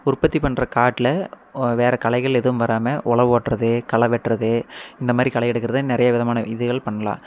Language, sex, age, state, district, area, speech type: Tamil, male, 18-30, Tamil Nadu, Erode, rural, spontaneous